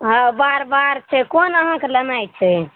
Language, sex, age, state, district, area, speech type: Maithili, female, 18-30, Bihar, Araria, urban, conversation